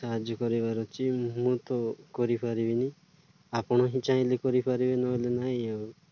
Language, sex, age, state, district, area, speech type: Odia, male, 30-45, Odisha, Nabarangpur, urban, spontaneous